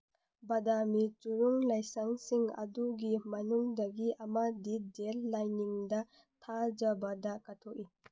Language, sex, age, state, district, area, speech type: Manipuri, female, 18-30, Manipur, Tengnoupal, urban, read